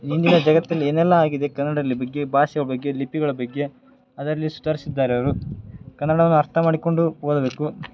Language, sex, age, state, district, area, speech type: Kannada, male, 18-30, Karnataka, Koppal, rural, spontaneous